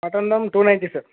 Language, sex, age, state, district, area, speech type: Telugu, male, 18-30, Andhra Pradesh, Srikakulam, urban, conversation